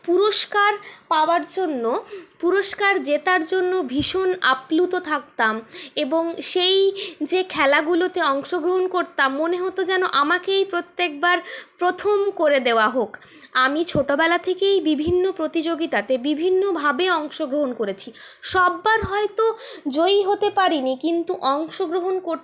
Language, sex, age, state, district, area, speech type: Bengali, female, 18-30, West Bengal, Purulia, urban, spontaneous